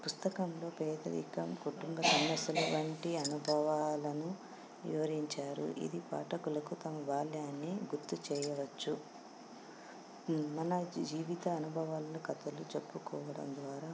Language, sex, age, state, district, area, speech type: Telugu, female, 45-60, Andhra Pradesh, Anantapur, urban, spontaneous